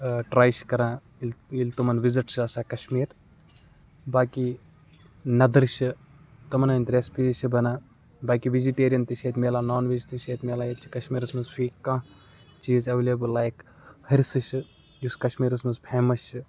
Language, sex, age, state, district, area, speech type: Kashmiri, male, 18-30, Jammu and Kashmir, Baramulla, urban, spontaneous